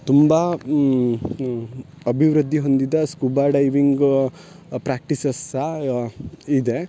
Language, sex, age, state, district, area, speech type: Kannada, male, 18-30, Karnataka, Uttara Kannada, rural, spontaneous